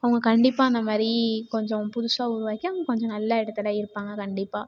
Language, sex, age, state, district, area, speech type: Tamil, female, 18-30, Tamil Nadu, Tiruchirappalli, rural, spontaneous